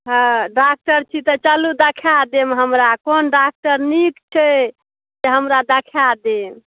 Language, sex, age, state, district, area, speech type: Maithili, female, 30-45, Bihar, Saharsa, rural, conversation